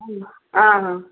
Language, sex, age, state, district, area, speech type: Odia, female, 60+, Odisha, Gajapati, rural, conversation